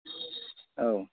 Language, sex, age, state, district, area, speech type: Bodo, male, 45-60, Assam, Udalguri, urban, conversation